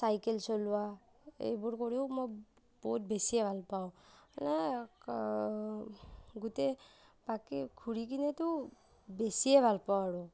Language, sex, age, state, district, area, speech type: Assamese, female, 30-45, Assam, Nagaon, rural, spontaneous